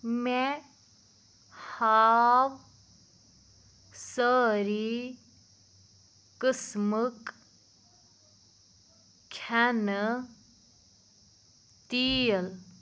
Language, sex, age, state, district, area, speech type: Kashmiri, female, 18-30, Jammu and Kashmir, Pulwama, rural, read